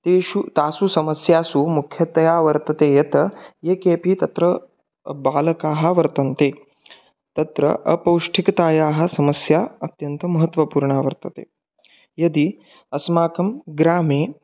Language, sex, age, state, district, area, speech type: Sanskrit, male, 18-30, Maharashtra, Satara, rural, spontaneous